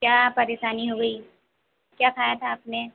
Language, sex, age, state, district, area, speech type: Hindi, female, 18-30, Madhya Pradesh, Harda, urban, conversation